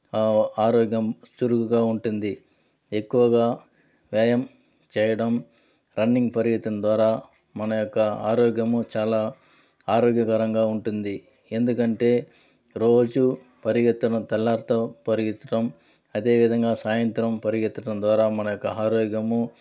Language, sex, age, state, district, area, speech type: Telugu, male, 30-45, Andhra Pradesh, Sri Balaji, urban, spontaneous